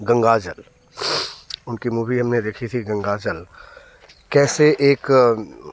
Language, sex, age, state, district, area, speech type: Hindi, male, 30-45, Bihar, Muzaffarpur, rural, spontaneous